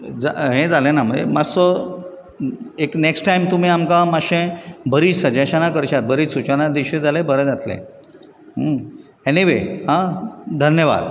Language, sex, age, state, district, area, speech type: Goan Konkani, male, 45-60, Goa, Bardez, urban, spontaneous